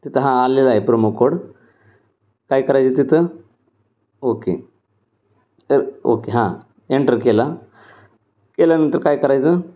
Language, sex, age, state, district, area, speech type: Marathi, male, 30-45, Maharashtra, Pune, urban, spontaneous